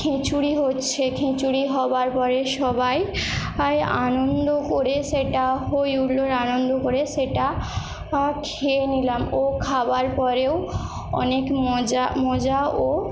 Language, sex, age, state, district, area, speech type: Bengali, female, 18-30, West Bengal, Jhargram, rural, spontaneous